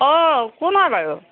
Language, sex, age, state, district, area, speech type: Assamese, female, 45-60, Assam, Sivasagar, rural, conversation